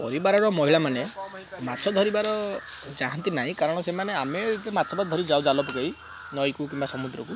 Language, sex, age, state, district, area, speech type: Odia, male, 18-30, Odisha, Kendrapara, urban, spontaneous